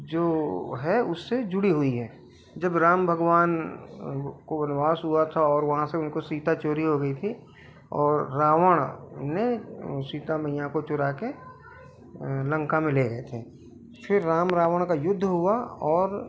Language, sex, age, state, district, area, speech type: Hindi, male, 45-60, Madhya Pradesh, Balaghat, rural, spontaneous